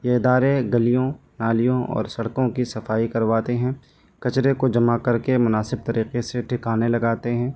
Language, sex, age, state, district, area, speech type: Urdu, male, 18-30, Delhi, New Delhi, rural, spontaneous